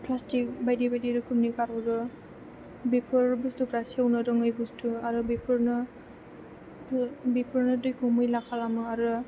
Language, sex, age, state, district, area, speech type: Bodo, female, 18-30, Assam, Chirang, urban, spontaneous